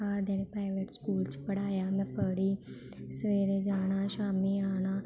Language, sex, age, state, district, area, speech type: Dogri, female, 18-30, Jammu and Kashmir, Samba, rural, spontaneous